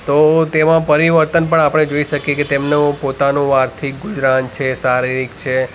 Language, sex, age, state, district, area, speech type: Gujarati, male, 30-45, Gujarat, Ahmedabad, urban, spontaneous